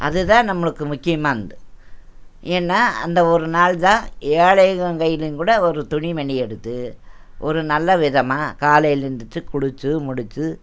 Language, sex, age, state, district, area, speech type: Tamil, female, 60+, Tamil Nadu, Coimbatore, urban, spontaneous